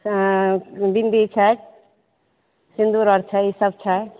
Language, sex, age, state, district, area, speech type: Maithili, female, 30-45, Bihar, Begusarai, rural, conversation